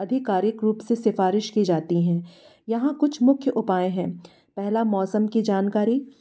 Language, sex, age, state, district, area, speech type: Hindi, female, 45-60, Madhya Pradesh, Jabalpur, urban, spontaneous